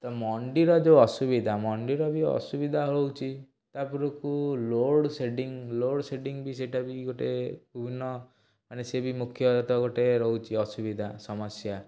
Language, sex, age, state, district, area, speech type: Odia, male, 18-30, Odisha, Cuttack, urban, spontaneous